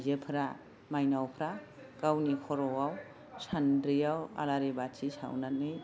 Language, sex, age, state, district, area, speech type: Bodo, female, 45-60, Assam, Udalguri, urban, spontaneous